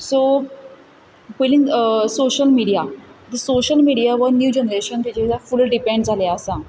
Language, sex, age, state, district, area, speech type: Goan Konkani, female, 18-30, Goa, Quepem, rural, spontaneous